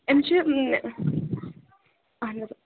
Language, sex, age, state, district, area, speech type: Kashmiri, female, 18-30, Jammu and Kashmir, Budgam, rural, conversation